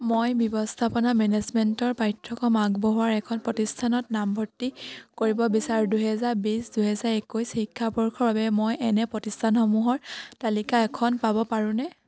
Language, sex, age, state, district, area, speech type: Assamese, female, 18-30, Assam, Sivasagar, rural, read